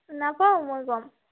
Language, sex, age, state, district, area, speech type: Assamese, female, 18-30, Assam, Biswanath, rural, conversation